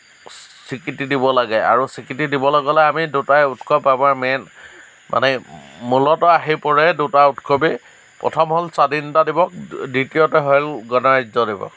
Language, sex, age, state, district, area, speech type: Assamese, male, 45-60, Assam, Lakhimpur, rural, spontaneous